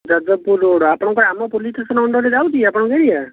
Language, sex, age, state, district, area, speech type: Odia, male, 18-30, Odisha, Jajpur, rural, conversation